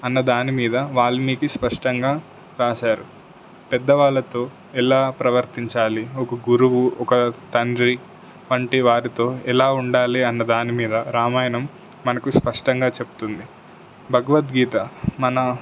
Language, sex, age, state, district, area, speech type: Telugu, male, 18-30, Telangana, Suryapet, urban, spontaneous